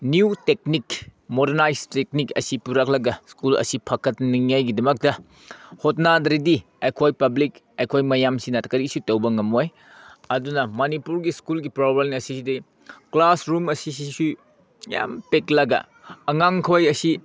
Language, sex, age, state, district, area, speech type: Manipuri, male, 30-45, Manipur, Senapati, urban, spontaneous